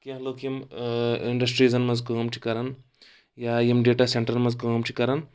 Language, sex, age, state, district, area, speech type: Kashmiri, male, 45-60, Jammu and Kashmir, Kulgam, urban, spontaneous